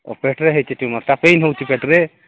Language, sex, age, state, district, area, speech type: Odia, male, 45-60, Odisha, Nabarangpur, rural, conversation